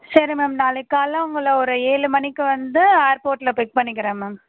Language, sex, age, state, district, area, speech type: Tamil, female, 18-30, Tamil Nadu, Tiruvarur, rural, conversation